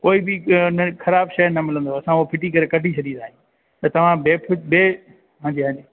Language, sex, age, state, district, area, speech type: Sindhi, male, 30-45, Gujarat, Junagadh, rural, conversation